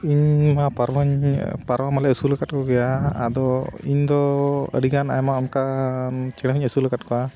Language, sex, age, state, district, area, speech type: Santali, male, 30-45, Jharkhand, Bokaro, rural, spontaneous